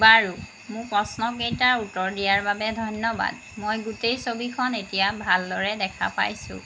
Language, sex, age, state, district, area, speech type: Assamese, female, 30-45, Assam, Jorhat, urban, read